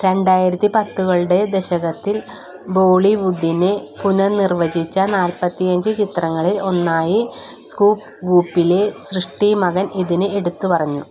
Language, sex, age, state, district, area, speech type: Malayalam, female, 45-60, Kerala, Wayanad, rural, read